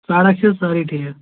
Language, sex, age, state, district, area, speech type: Kashmiri, male, 18-30, Jammu and Kashmir, Anantnag, rural, conversation